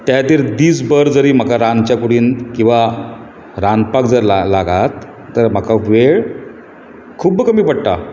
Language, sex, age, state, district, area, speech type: Goan Konkani, male, 45-60, Goa, Bardez, urban, spontaneous